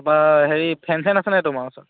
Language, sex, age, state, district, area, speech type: Assamese, male, 18-30, Assam, Dhemaji, rural, conversation